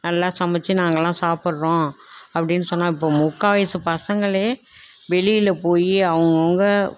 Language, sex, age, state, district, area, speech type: Tamil, female, 60+, Tamil Nadu, Tiruvarur, rural, spontaneous